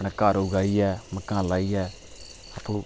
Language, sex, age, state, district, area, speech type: Dogri, male, 30-45, Jammu and Kashmir, Udhampur, rural, spontaneous